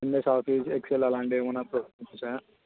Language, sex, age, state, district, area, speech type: Telugu, male, 18-30, Andhra Pradesh, Krishna, urban, conversation